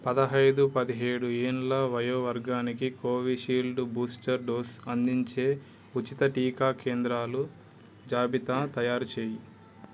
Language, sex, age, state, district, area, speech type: Telugu, male, 18-30, Telangana, Ranga Reddy, urban, read